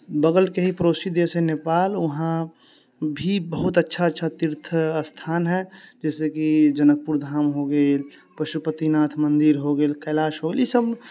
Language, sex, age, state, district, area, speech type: Maithili, female, 18-30, Bihar, Sitamarhi, rural, spontaneous